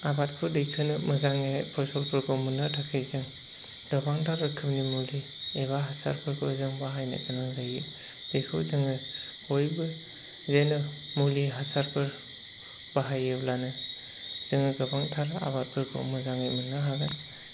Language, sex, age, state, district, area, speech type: Bodo, male, 30-45, Assam, Chirang, rural, spontaneous